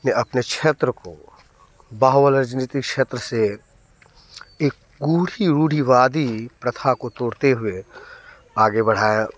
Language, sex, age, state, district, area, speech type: Hindi, male, 30-45, Bihar, Muzaffarpur, rural, spontaneous